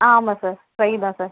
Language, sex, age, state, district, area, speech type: Tamil, female, 30-45, Tamil Nadu, Viluppuram, rural, conversation